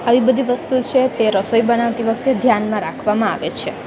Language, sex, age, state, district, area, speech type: Gujarati, female, 18-30, Gujarat, Junagadh, urban, spontaneous